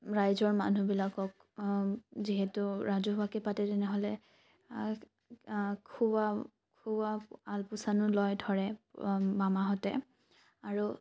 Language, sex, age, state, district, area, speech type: Assamese, female, 18-30, Assam, Morigaon, rural, spontaneous